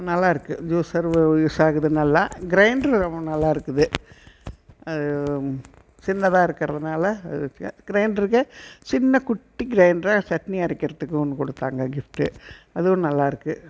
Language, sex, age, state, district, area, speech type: Tamil, female, 60+, Tamil Nadu, Erode, rural, spontaneous